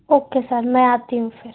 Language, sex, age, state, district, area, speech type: Hindi, female, 18-30, Madhya Pradesh, Gwalior, urban, conversation